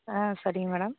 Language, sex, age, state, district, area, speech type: Tamil, female, 45-60, Tamil Nadu, Sivaganga, urban, conversation